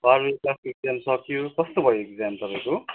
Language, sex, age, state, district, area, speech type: Nepali, male, 45-60, West Bengal, Kalimpong, rural, conversation